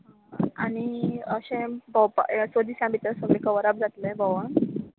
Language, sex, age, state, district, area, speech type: Goan Konkani, female, 18-30, Goa, Quepem, rural, conversation